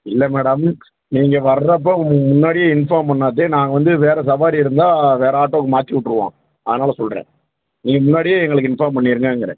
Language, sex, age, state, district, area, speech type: Tamil, male, 45-60, Tamil Nadu, Theni, rural, conversation